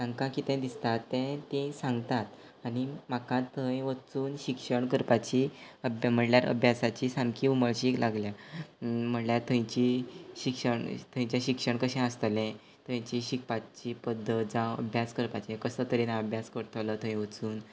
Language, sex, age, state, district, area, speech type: Goan Konkani, male, 18-30, Goa, Quepem, rural, spontaneous